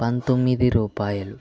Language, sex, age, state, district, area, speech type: Telugu, male, 18-30, Andhra Pradesh, Chittoor, urban, spontaneous